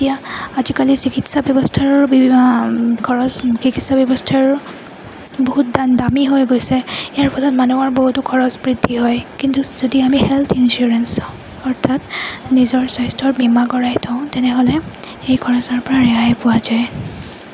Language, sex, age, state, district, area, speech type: Assamese, female, 30-45, Assam, Goalpara, urban, spontaneous